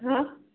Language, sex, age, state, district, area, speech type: Odia, female, 30-45, Odisha, Sambalpur, rural, conversation